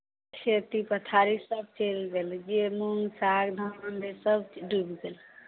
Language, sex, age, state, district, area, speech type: Maithili, male, 60+, Bihar, Saharsa, rural, conversation